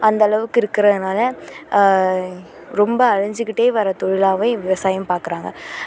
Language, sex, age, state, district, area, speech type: Tamil, female, 18-30, Tamil Nadu, Thanjavur, urban, spontaneous